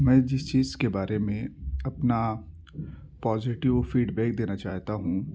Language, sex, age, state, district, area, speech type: Urdu, male, 18-30, Uttar Pradesh, Ghaziabad, urban, spontaneous